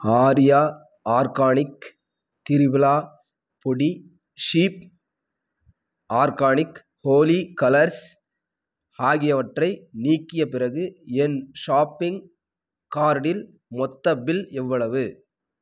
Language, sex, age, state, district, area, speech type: Tamil, male, 18-30, Tamil Nadu, Krishnagiri, rural, read